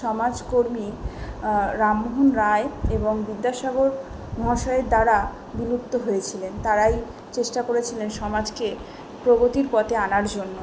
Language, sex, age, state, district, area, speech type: Bengali, female, 18-30, West Bengal, South 24 Parganas, urban, spontaneous